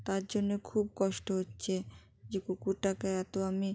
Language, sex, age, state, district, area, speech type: Bengali, female, 30-45, West Bengal, Jalpaiguri, rural, spontaneous